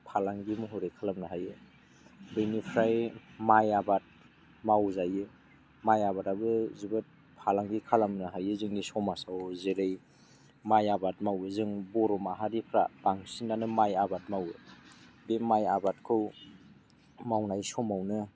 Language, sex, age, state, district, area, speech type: Bodo, male, 18-30, Assam, Udalguri, rural, spontaneous